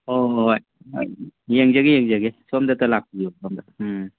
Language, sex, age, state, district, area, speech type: Manipuri, male, 30-45, Manipur, Tengnoupal, urban, conversation